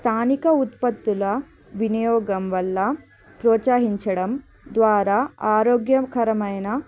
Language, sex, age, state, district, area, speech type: Telugu, female, 18-30, Andhra Pradesh, Annamaya, rural, spontaneous